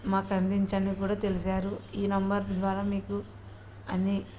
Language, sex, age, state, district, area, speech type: Telugu, female, 30-45, Andhra Pradesh, Kurnool, rural, spontaneous